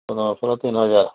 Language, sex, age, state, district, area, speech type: Odia, male, 60+, Odisha, Mayurbhanj, rural, conversation